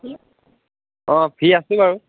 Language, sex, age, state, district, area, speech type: Assamese, male, 18-30, Assam, Jorhat, urban, conversation